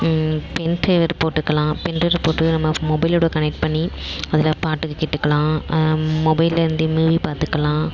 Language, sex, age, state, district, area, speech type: Tamil, female, 18-30, Tamil Nadu, Dharmapuri, rural, spontaneous